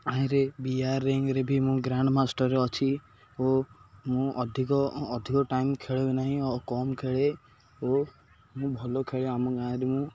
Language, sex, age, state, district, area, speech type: Odia, male, 18-30, Odisha, Ganjam, urban, spontaneous